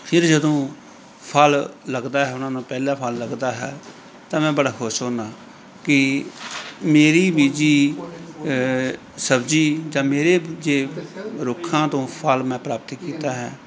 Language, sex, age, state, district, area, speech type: Punjabi, male, 45-60, Punjab, Pathankot, rural, spontaneous